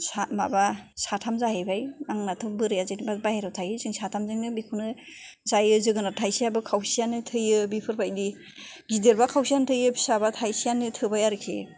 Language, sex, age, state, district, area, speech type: Bodo, female, 45-60, Assam, Kokrajhar, urban, spontaneous